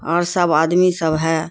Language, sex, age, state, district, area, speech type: Urdu, female, 60+, Bihar, Khagaria, rural, spontaneous